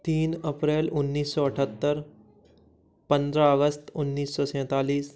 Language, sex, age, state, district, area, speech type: Hindi, male, 18-30, Madhya Pradesh, Gwalior, urban, spontaneous